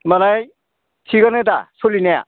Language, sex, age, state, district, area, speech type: Bodo, male, 60+, Assam, Udalguri, rural, conversation